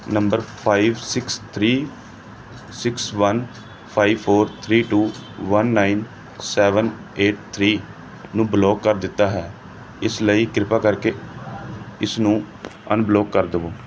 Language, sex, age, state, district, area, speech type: Punjabi, male, 30-45, Punjab, Pathankot, urban, read